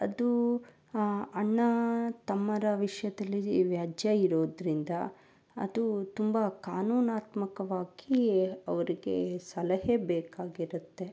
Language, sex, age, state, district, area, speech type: Kannada, female, 30-45, Karnataka, Chikkaballapur, rural, spontaneous